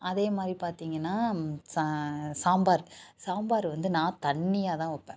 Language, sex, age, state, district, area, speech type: Tamil, female, 30-45, Tamil Nadu, Mayiladuthurai, urban, spontaneous